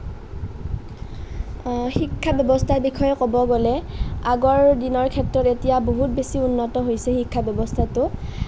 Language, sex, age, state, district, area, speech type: Assamese, female, 18-30, Assam, Nalbari, rural, spontaneous